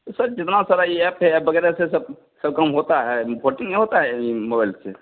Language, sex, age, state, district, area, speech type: Hindi, male, 45-60, Bihar, Begusarai, rural, conversation